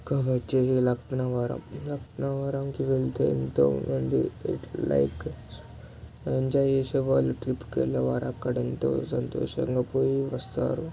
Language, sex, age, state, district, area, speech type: Telugu, male, 18-30, Telangana, Nirmal, urban, spontaneous